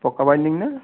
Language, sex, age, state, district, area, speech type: Assamese, male, 60+, Assam, Majuli, urban, conversation